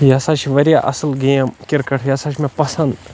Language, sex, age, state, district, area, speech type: Kashmiri, male, 30-45, Jammu and Kashmir, Baramulla, rural, spontaneous